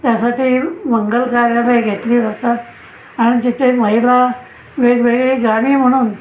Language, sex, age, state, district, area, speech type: Marathi, male, 60+, Maharashtra, Pune, urban, spontaneous